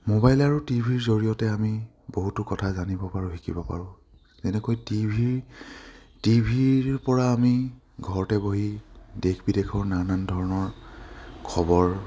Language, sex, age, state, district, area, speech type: Assamese, male, 18-30, Assam, Lakhimpur, urban, spontaneous